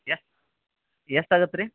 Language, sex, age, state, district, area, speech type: Kannada, male, 18-30, Karnataka, Koppal, rural, conversation